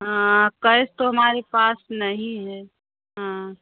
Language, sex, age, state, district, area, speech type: Hindi, female, 30-45, Uttar Pradesh, Prayagraj, rural, conversation